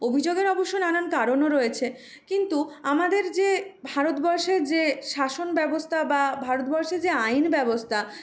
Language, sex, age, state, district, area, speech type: Bengali, female, 30-45, West Bengal, Purulia, urban, spontaneous